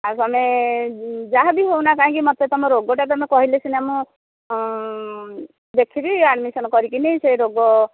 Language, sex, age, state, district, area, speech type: Odia, female, 45-60, Odisha, Angul, rural, conversation